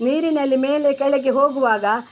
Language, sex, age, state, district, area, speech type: Kannada, female, 60+, Karnataka, Udupi, rural, spontaneous